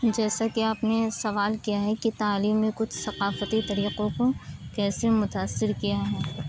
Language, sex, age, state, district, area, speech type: Urdu, female, 30-45, Uttar Pradesh, Aligarh, rural, spontaneous